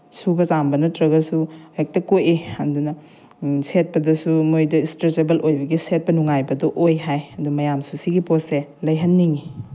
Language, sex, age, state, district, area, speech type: Manipuri, female, 30-45, Manipur, Bishnupur, rural, spontaneous